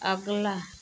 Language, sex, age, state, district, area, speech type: Hindi, female, 45-60, Uttar Pradesh, Mau, rural, read